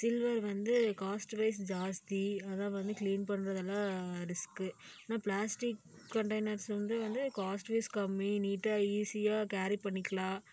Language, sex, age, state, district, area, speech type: Tamil, female, 18-30, Tamil Nadu, Coimbatore, rural, spontaneous